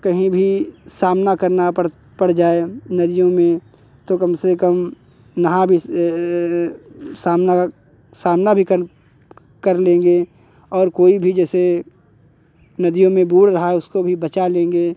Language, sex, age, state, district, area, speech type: Hindi, male, 45-60, Uttar Pradesh, Hardoi, rural, spontaneous